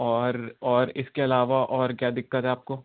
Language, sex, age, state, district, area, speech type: Urdu, male, 18-30, Uttar Pradesh, Rampur, urban, conversation